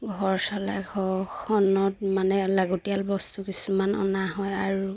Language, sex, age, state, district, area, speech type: Assamese, female, 30-45, Assam, Sivasagar, rural, spontaneous